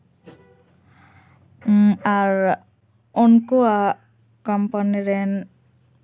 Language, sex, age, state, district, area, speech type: Santali, female, 18-30, West Bengal, Purba Bardhaman, rural, spontaneous